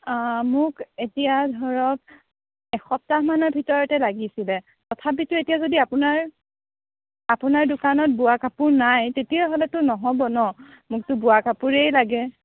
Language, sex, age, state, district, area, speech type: Assamese, female, 18-30, Assam, Morigaon, rural, conversation